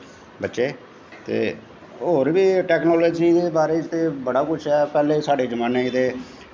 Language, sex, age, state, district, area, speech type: Dogri, male, 45-60, Jammu and Kashmir, Jammu, urban, spontaneous